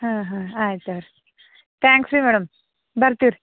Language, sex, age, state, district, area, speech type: Kannada, female, 60+, Karnataka, Belgaum, rural, conversation